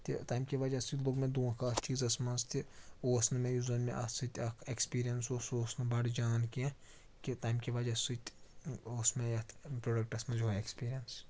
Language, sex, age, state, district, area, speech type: Kashmiri, male, 18-30, Jammu and Kashmir, Srinagar, urban, spontaneous